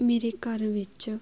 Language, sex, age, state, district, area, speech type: Punjabi, female, 18-30, Punjab, Muktsar, rural, spontaneous